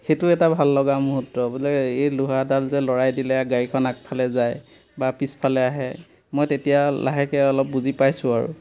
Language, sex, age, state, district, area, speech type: Assamese, male, 30-45, Assam, Golaghat, rural, spontaneous